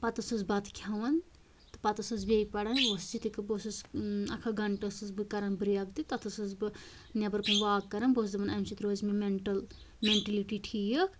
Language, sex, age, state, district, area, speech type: Kashmiri, female, 30-45, Jammu and Kashmir, Anantnag, rural, spontaneous